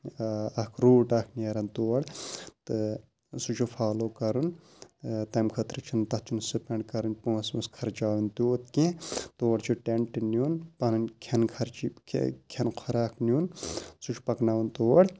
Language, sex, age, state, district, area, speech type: Kashmiri, male, 30-45, Jammu and Kashmir, Shopian, rural, spontaneous